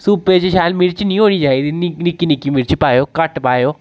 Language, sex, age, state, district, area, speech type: Dogri, male, 30-45, Jammu and Kashmir, Udhampur, rural, spontaneous